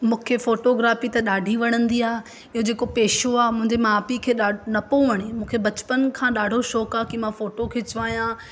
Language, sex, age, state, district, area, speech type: Sindhi, female, 18-30, Madhya Pradesh, Katni, rural, spontaneous